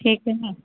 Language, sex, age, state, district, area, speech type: Maithili, female, 30-45, Bihar, Samastipur, rural, conversation